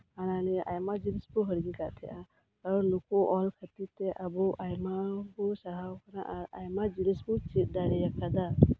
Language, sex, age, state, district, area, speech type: Santali, female, 30-45, West Bengal, Birbhum, rural, spontaneous